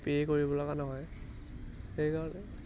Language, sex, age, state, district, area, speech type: Assamese, male, 18-30, Assam, Lakhimpur, urban, spontaneous